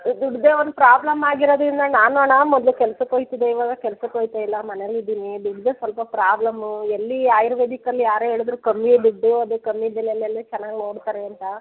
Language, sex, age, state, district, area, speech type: Kannada, female, 30-45, Karnataka, Mysore, rural, conversation